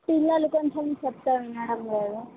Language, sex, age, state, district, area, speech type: Telugu, female, 45-60, Andhra Pradesh, Visakhapatnam, urban, conversation